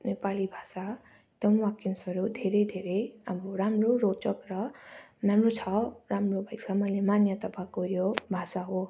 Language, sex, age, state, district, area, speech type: Nepali, female, 30-45, West Bengal, Darjeeling, rural, spontaneous